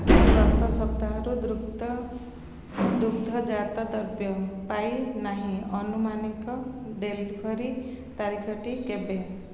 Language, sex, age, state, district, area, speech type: Odia, female, 45-60, Odisha, Ganjam, urban, read